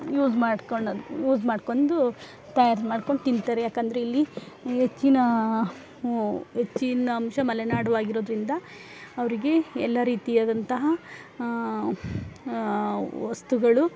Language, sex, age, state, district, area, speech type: Kannada, female, 45-60, Karnataka, Chikkamagaluru, rural, spontaneous